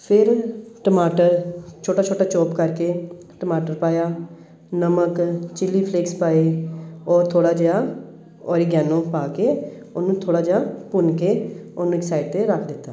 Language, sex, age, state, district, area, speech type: Punjabi, female, 45-60, Punjab, Amritsar, urban, spontaneous